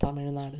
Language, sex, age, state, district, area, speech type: Malayalam, male, 18-30, Kerala, Wayanad, rural, spontaneous